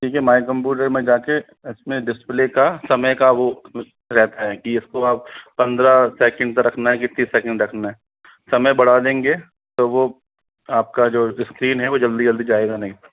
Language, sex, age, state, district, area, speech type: Hindi, male, 60+, Rajasthan, Jaipur, urban, conversation